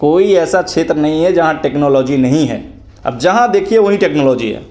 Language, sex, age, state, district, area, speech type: Hindi, male, 18-30, Bihar, Begusarai, rural, spontaneous